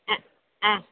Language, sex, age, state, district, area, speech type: Tamil, female, 60+, Tamil Nadu, Madurai, rural, conversation